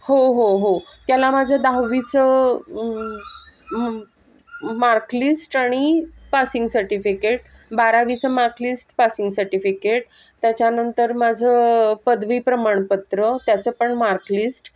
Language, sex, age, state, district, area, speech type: Marathi, female, 45-60, Maharashtra, Pune, urban, spontaneous